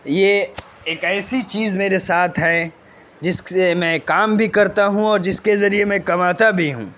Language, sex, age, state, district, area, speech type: Urdu, male, 18-30, Uttar Pradesh, Gautam Buddha Nagar, urban, spontaneous